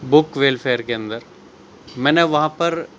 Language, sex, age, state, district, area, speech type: Urdu, male, 18-30, Delhi, South Delhi, urban, spontaneous